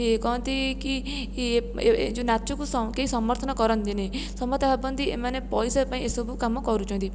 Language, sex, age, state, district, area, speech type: Odia, female, 18-30, Odisha, Jajpur, rural, spontaneous